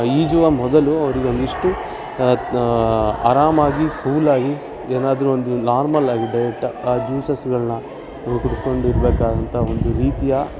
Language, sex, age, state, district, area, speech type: Kannada, male, 18-30, Karnataka, Shimoga, rural, spontaneous